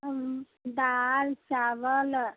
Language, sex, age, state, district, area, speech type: Maithili, female, 45-60, Bihar, Sitamarhi, rural, conversation